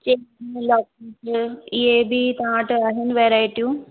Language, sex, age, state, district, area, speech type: Sindhi, female, 30-45, Maharashtra, Thane, urban, conversation